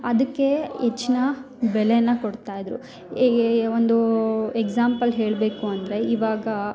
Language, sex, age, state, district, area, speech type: Kannada, female, 30-45, Karnataka, Hassan, rural, spontaneous